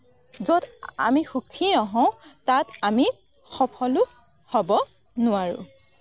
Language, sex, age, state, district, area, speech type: Assamese, female, 18-30, Assam, Morigaon, rural, spontaneous